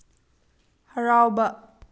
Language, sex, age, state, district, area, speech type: Manipuri, female, 30-45, Manipur, Tengnoupal, rural, read